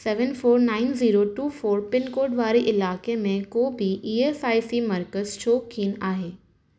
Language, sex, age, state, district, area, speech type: Sindhi, female, 18-30, Maharashtra, Thane, urban, read